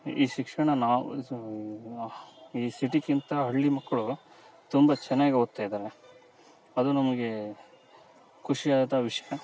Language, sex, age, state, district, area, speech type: Kannada, male, 30-45, Karnataka, Vijayanagara, rural, spontaneous